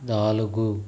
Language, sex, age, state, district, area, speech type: Telugu, male, 30-45, Andhra Pradesh, Konaseema, rural, read